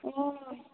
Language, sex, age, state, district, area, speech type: Assamese, female, 18-30, Assam, Sonitpur, rural, conversation